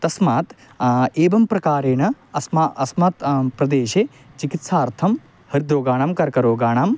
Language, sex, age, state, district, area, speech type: Sanskrit, male, 18-30, West Bengal, Paschim Medinipur, urban, spontaneous